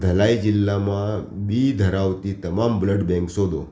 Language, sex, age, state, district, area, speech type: Gujarati, male, 60+, Gujarat, Ahmedabad, urban, read